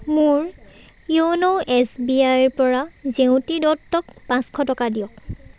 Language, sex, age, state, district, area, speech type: Assamese, female, 18-30, Assam, Charaideo, rural, read